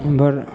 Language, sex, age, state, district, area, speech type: Maithili, male, 18-30, Bihar, Madhepura, rural, spontaneous